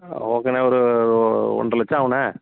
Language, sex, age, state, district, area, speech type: Tamil, male, 30-45, Tamil Nadu, Thanjavur, rural, conversation